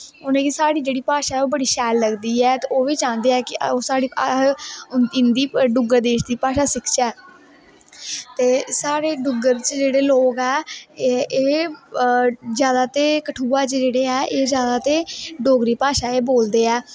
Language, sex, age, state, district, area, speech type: Dogri, female, 18-30, Jammu and Kashmir, Kathua, rural, spontaneous